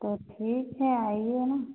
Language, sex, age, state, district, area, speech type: Hindi, female, 45-60, Uttar Pradesh, Ayodhya, rural, conversation